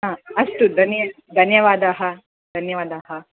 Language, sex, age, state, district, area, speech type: Sanskrit, female, 18-30, Tamil Nadu, Chennai, urban, conversation